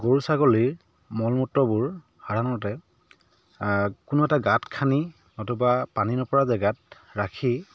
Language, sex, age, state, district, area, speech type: Assamese, male, 30-45, Assam, Dhemaji, rural, spontaneous